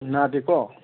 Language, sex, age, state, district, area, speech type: Manipuri, male, 18-30, Manipur, Imphal West, rural, conversation